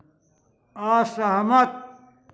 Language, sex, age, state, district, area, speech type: Hindi, male, 60+, Bihar, Madhepura, rural, read